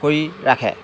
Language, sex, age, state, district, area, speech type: Assamese, male, 60+, Assam, Lakhimpur, urban, spontaneous